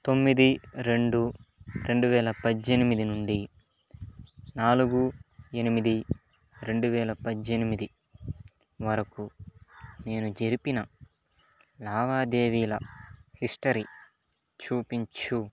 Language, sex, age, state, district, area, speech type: Telugu, male, 30-45, Andhra Pradesh, Chittoor, rural, read